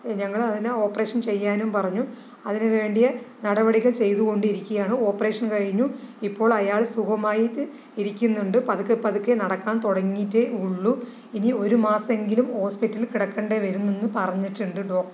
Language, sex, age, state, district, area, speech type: Malayalam, female, 45-60, Kerala, Palakkad, rural, spontaneous